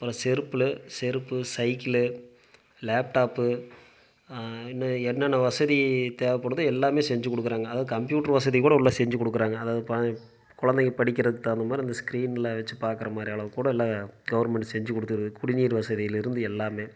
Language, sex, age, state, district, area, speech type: Tamil, male, 30-45, Tamil Nadu, Coimbatore, rural, spontaneous